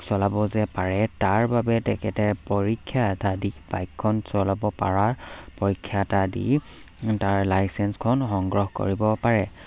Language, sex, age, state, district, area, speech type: Assamese, male, 18-30, Assam, Charaideo, rural, spontaneous